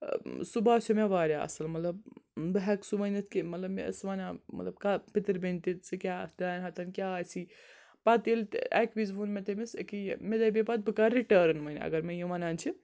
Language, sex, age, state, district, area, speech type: Kashmiri, female, 60+, Jammu and Kashmir, Srinagar, urban, spontaneous